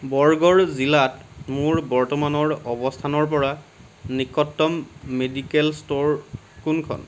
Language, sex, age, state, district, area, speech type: Assamese, male, 30-45, Assam, Kamrup Metropolitan, rural, read